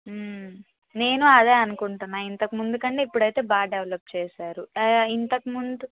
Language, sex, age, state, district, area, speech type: Telugu, female, 30-45, Andhra Pradesh, Palnadu, urban, conversation